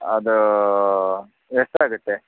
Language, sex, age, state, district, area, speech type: Kannada, male, 30-45, Karnataka, Udupi, rural, conversation